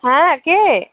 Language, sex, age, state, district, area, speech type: Bengali, female, 30-45, West Bengal, Alipurduar, rural, conversation